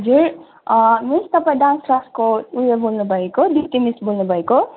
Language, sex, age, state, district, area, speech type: Nepali, female, 18-30, West Bengal, Darjeeling, rural, conversation